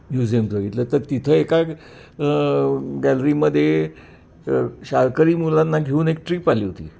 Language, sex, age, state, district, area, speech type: Marathi, male, 60+, Maharashtra, Kolhapur, urban, spontaneous